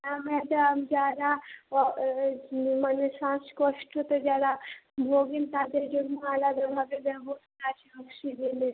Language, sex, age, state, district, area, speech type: Bengali, female, 18-30, West Bengal, Murshidabad, rural, conversation